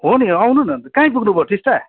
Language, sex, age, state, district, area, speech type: Nepali, male, 45-60, West Bengal, Darjeeling, rural, conversation